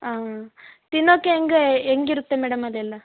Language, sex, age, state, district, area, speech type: Kannada, female, 18-30, Karnataka, Bellary, urban, conversation